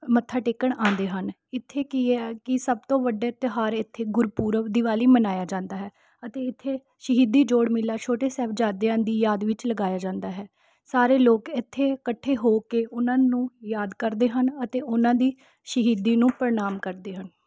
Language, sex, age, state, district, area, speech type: Punjabi, female, 18-30, Punjab, Rupnagar, urban, spontaneous